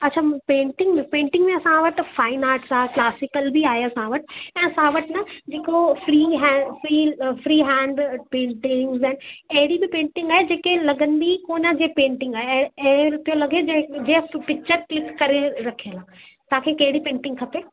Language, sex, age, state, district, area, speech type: Sindhi, female, 18-30, Delhi, South Delhi, urban, conversation